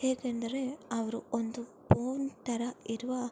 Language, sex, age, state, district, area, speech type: Kannada, female, 18-30, Karnataka, Kolar, rural, spontaneous